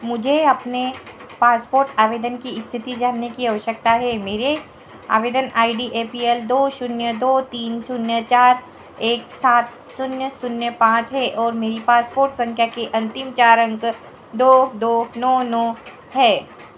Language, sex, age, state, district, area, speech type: Hindi, female, 60+, Madhya Pradesh, Harda, urban, read